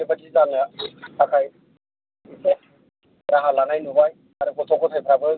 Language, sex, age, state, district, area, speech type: Bodo, male, 60+, Assam, Udalguri, urban, conversation